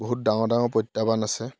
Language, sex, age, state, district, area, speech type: Assamese, male, 18-30, Assam, Dhemaji, rural, spontaneous